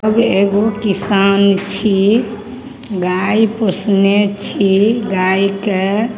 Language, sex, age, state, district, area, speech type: Maithili, female, 45-60, Bihar, Samastipur, urban, spontaneous